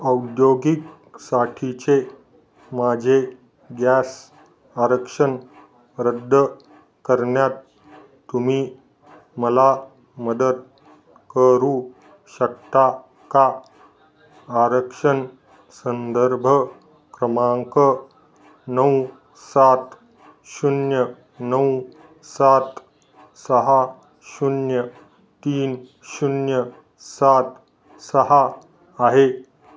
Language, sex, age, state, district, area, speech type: Marathi, male, 30-45, Maharashtra, Osmanabad, rural, read